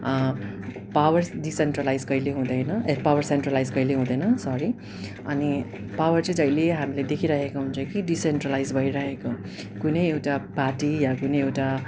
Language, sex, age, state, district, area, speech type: Nepali, male, 18-30, West Bengal, Darjeeling, rural, spontaneous